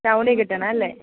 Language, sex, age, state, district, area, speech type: Malayalam, female, 18-30, Kerala, Kottayam, rural, conversation